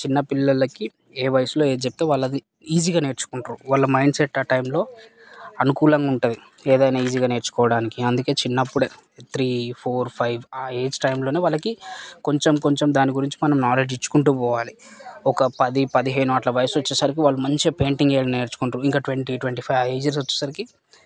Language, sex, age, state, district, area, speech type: Telugu, male, 18-30, Telangana, Mancherial, rural, spontaneous